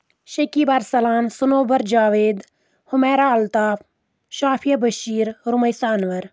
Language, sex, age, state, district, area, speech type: Kashmiri, female, 18-30, Jammu and Kashmir, Anantnag, rural, spontaneous